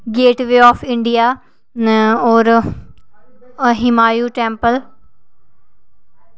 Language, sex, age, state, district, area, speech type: Dogri, female, 30-45, Jammu and Kashmir, Reasi, urban, spontaneous